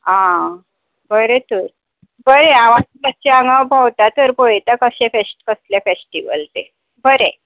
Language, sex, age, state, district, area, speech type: Goan Konkani, female, 45-60, Goa, Tiswadi, rural, conversation